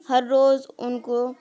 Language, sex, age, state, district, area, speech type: Urdu, female, 18-30, Bihar, Madhubani, rural, spontaneous